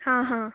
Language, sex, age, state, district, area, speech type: Goan Konkani, female, 18-30, Goa, Canacona, rural, conversation